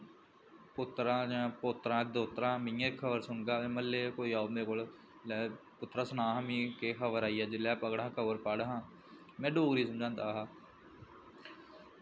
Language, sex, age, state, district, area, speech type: Dogri, male, 18-30, Jammu and Kashmir, Jammu, rural, spontaneous